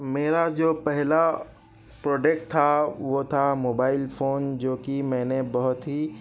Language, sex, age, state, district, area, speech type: Urdu, male, 30-45, Telangana, Hyderabad, urban, spontaneous